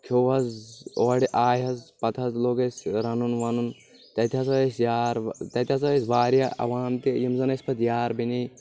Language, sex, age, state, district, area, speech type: Kashmiri, male, 18-30, Jammu and Kashmir, Kulgam, rural, spontaneous